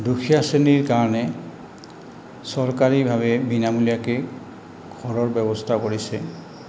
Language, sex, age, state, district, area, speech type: Assamese, male, 60+, Assam, Goalpara, rural, spontaneous